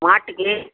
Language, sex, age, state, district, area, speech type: Tamil, female, 60+, Tamil Nadu, Tiruchirappalli, rural, conversation